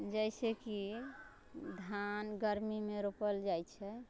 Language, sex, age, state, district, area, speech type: Maithili, female, 18-30, Bihar, Muzaffarpur, rural, spontaneous